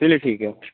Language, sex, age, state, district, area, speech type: Urdu, male, 18-30, Uttar Pradesh, Rampur, urban, conversation